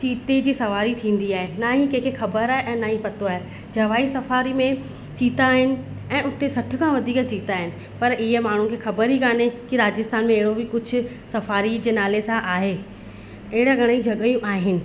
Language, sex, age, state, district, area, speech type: Sindhi, female, 30-45, Rajasthan, Ajmer, urban, spontaneous